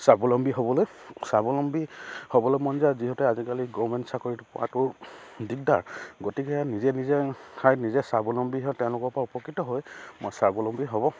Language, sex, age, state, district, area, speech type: Assamese, male, 30-45, Assam, Charaideo, rural, spontaneous